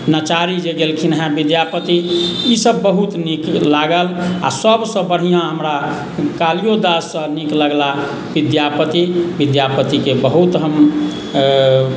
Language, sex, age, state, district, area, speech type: Maithili, male, 45-60, Bihar, Sitamarhi, urban, spontaneous